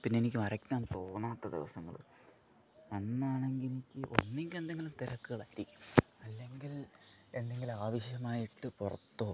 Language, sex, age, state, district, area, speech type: Malayalam, male, 18-30, Kerala, Thiruvananthapuram, rural, spontaneous